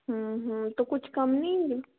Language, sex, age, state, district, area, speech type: Hindi, female, 30-45, Madhya Pradesh, Betul, urban, conversation